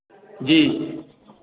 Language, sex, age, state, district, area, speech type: Maithili, male, 45-60, Bihar, Madhubani, rural, conversation